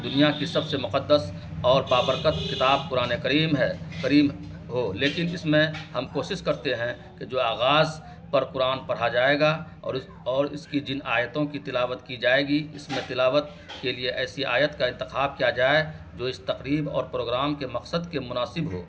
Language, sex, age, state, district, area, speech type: Urdu, male, 45-60, Bihar, Araria, rural, spontaneous